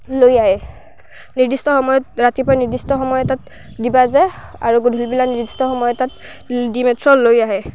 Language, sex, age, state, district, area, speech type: Assamese, female, 18-30, Assam, Barpeta, rural, spontaneous